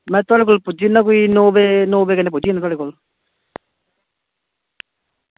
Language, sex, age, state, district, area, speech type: Dogri, male, 18-30, Jammu and Kashmir, Samba, rural, conversation